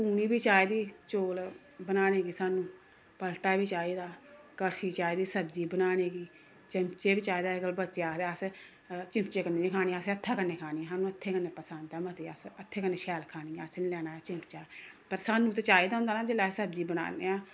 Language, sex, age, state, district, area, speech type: Dogri, female, 30-45, Jammu and Kashmir, Samba, urban, spontaneous